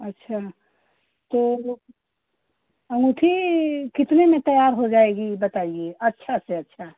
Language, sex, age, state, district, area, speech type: Hindi, female, 60+, Uttar Pradesh, Ghazipur, rural, conversation